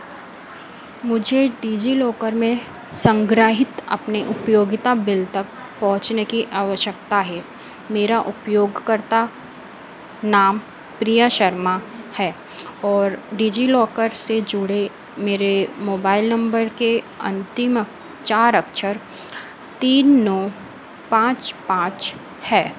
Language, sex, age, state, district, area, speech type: Hindi, female, 30-45, Madhya Pradesh, Harda, urban, read